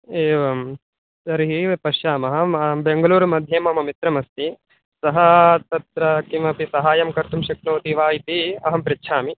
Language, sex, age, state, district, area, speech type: Sanskrit, male, 18-30, Telangana, Medak, urban, conversation